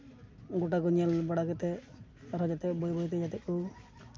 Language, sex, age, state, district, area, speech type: Santali, male, 18-30, West Bengal, Uttar Dinajpur, rural, spontaneous